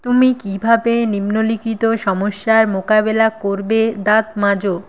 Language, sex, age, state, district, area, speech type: Bengali, female, 30-45, West Bengal, Nadia, rural, read